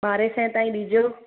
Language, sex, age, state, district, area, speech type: Sindhi, female, 30-45, Gujarat, Surat, urban, conversation